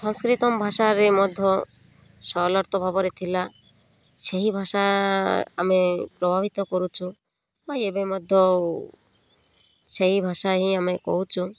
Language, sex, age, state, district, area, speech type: Odia, female, 45-60, Odisha, Malkangiri, urban, spontaneous